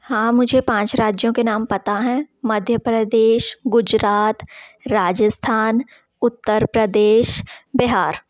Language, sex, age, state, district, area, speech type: Hindi, female, 30-45, Madhya Pradesh, Jabalpur, urban, spontaneous